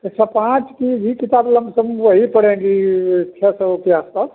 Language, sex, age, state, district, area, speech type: Hindi, male, 60+, Uttar Pradesh, Azamgarh, rural, conversation